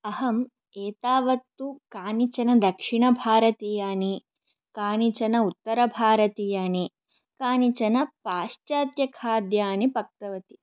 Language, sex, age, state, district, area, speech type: Sanskrit, other, 18-30, Andhra Pradesh, Chittoor, urban, spontaneous